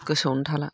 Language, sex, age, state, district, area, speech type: Bodo, female, 60+, Assam, Udalguri, rural, spontaneous